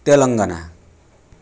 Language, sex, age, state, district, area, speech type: Nepali, male, 30-45, West Bengal, Darjeeling, rural, spontaneous